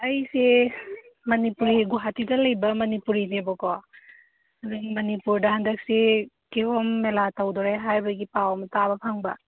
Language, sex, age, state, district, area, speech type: Manipuri, female, 45-60, Manipur, Churachandpur, urban, conversation